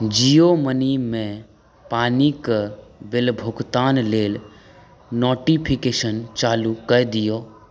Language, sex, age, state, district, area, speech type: Maithili, male, 18-30, Bihar, Saharsa, rural, read